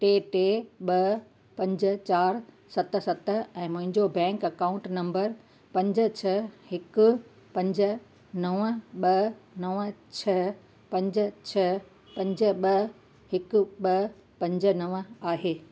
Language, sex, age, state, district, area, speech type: Sindhi, female, 45-60, Gujarat, Kutch, urban, read